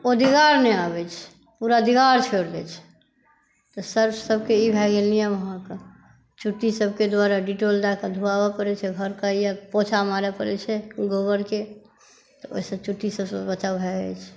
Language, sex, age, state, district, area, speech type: Maithili, female, 60+, Bihar, Saharsa, rural, spontaneous